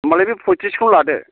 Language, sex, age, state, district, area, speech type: Bodo, male, 45-60, Assam, Chirang, rural, conversation